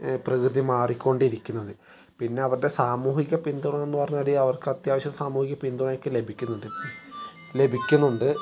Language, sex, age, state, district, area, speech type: Malayalam, male, 18-30, Kerala, Wayanad, rural, spontaneous